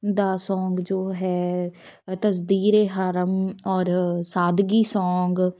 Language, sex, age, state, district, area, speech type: Punjabi, female, 18-30, Punjab, Muktsar, rural, spontaneous